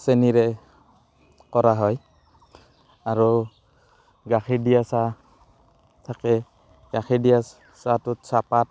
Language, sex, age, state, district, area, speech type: Assamese, male, 30-45, Assam, Barpeta, rural, spontaneous